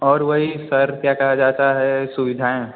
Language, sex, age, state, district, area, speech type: Hindi, male, 18-30, Uttar Pradesh, Mirzapur, rural, conversation